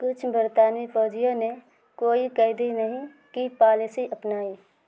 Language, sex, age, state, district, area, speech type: Urdu, female, 30-45, Bihar, Supaul, rural, read